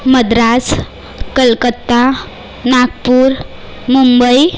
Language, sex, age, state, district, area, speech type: Marathi, female, 18-30, Maharashtra, Nagpur, urban, spontaneous